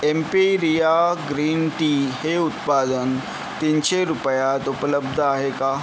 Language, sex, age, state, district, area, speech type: Marathi, male, 18-30, Maharashtra, Yavatmal, urban, read